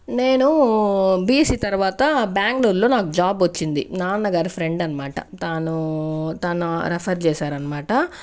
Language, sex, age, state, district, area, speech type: Telugu, female, 45-60, Andhra Pradesh, Sri Balaji, rural, spontaneous